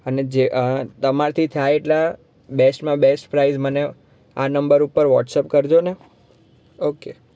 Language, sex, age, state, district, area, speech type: Gujarati, male, 18-30, Gujarat, Surat, urban, spontaneous